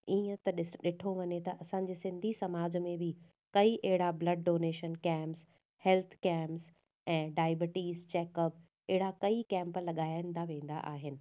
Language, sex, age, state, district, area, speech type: Sindhi, female, 30-45, Gujarat, Surat, urban, spontaneous